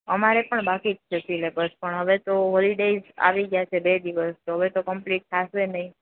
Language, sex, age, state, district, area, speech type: Gujarati, female, 18-30, Gujarat, Junagadh, rural, conversation